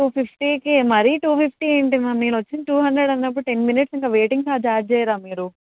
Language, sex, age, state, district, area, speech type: Telugu, female, 18-30, Telangana, Karimnagar, urban, conversation